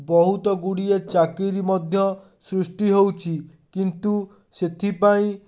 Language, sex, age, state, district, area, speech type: Odia, male, 30-45, Odisha, Bhadrak, rural, spontaneous